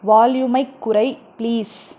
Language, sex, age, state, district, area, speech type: Tamil, female, 18-30, Tamil Nadu, Krishnagiri, rural, read